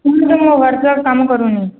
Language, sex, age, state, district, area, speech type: Odia, female, 18-30, Odisha, Balangir, urban, conversation